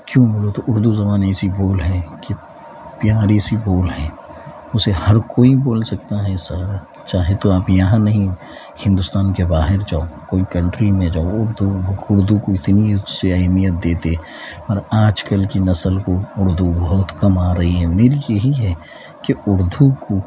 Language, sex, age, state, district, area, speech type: Urdu, male, 45-60, Telangana, Hyderabad, urban, spontaneous